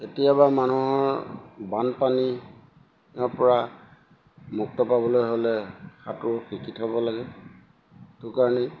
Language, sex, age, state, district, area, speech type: Assamese, male, 60+, Assam, Lakhimpur, rural, spontaneous